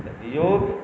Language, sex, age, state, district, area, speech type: Maithili, male, 45-60, Bihar, Saharsa, urban, spontaneous